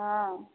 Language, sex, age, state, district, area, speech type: Odia, female, 45-60, Odisha, Angul, rural, conversation